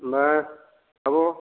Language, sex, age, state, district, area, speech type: Bodo, male, 45-60, Assam, Chirang, rural, conversation